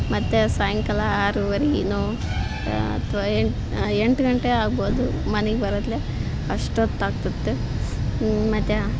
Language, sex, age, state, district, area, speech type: Kannada, female, 18-30, Karnataka, Koppal, rural, spontaneous